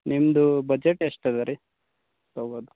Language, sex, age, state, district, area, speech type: Kannada, male, 18-30, Karnataka, Gulbarga, rural, conversation